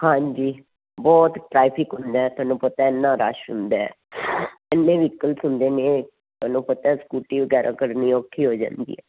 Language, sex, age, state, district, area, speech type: Punjabi, female, 45-60, Punjab, Fazilka, rural, conversation